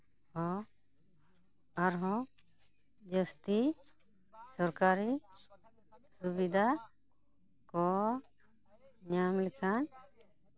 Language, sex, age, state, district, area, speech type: Santali, female, 45-60, West Bengal, Bankura, rural, spontaneous